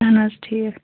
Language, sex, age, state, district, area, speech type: Kashmiri, female, 18-30, Jammu and Kashmir, Shopian, urban, conversation